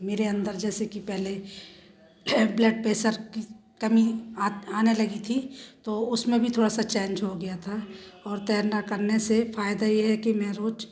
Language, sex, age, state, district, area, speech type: Hindi, female, 45-60, Madhya Pradesh, Jabalpur, urban, spontaneous